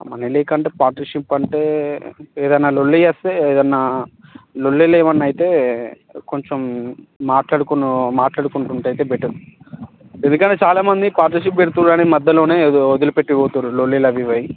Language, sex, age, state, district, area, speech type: Telugu, male, 18-30, Telangana, Nirmal, rural, conversation